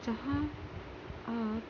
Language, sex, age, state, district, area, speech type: Urdu, female, 30-45, Uttar Pradesh, Gautam Buddha Nagar, urban, spontaneous